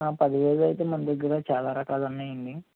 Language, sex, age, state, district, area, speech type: Telugu, male, 45-60, Andhra Pradesh, Eluru, rural, conversation